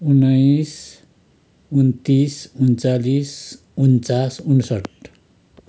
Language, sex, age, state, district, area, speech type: Nepali, male, 60+, West Bengal, Kalimpong, rural, spontaneous